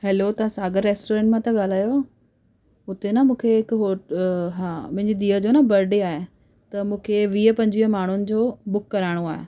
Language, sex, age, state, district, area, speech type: Sindhi, female, 30-45, Delhi, South Delhi, urban, spontaneous